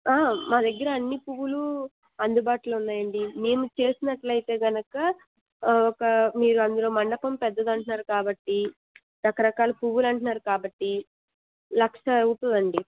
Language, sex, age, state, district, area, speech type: Telugu, female, 60+, Andhra Pradesh, Krishna, urban, conversation